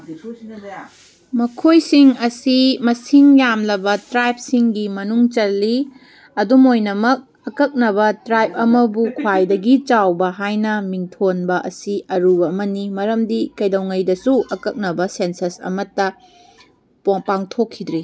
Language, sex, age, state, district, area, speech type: Manipuri, female, 30-45, Manipur, Kangpokpi, urban, read